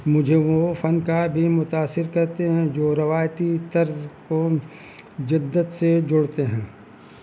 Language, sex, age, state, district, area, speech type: Urdu, male, 60+, Bihar, Gaya, rural, spontaneous